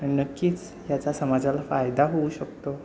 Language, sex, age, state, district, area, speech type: Marathi, male, 30-45, Maharashtra, Satara, urban, spontaneous